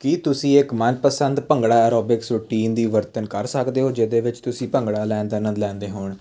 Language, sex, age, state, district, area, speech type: Punjabi, male, 18-30, Punjab, Jalandhar, urban, spontaneous